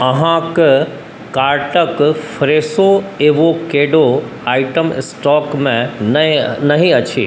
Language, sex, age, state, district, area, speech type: Maithili, male, 45-60, Bihar, Saharsa, urban, read